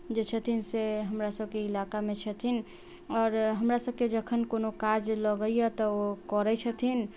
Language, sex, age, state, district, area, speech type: Maithili, female, 30-45, Bihar, Sitamarhi, urban, spontaneous